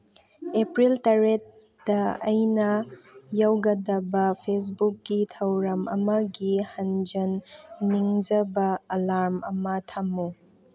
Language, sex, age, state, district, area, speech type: Manipuri, female, 30-45, Manipur, Chandel, rural, read